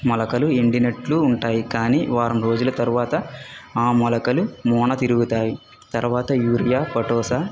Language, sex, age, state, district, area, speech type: Telugu, male, 45-60, Andhra Pradesh, Kakinada, urban, spontaneous